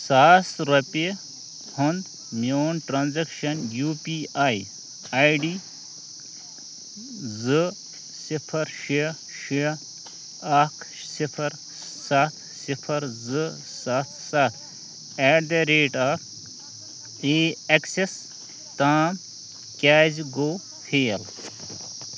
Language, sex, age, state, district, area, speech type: Kashmiri, male, 30-45, Jammu and Kashmir, Ganderbal, rural, read